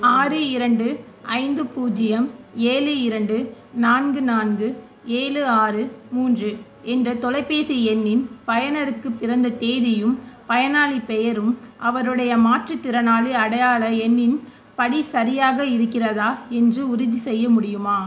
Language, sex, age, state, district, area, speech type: Tamil, female, 18-30, Tamil Nadu, Tiruvarur, urban, read